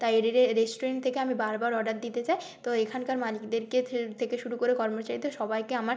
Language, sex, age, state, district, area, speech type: Bengali, female, 30-45, West Bengal, Nadia, rural, spontaneous